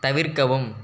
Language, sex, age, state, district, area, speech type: Tamil, male, 18-30, Tamil Nadu, Tiruchirappalli, rural, read